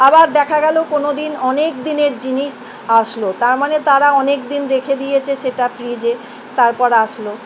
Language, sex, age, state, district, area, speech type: Bengali, female, 60+, West Bengal, Kolkata, urban, spontaneous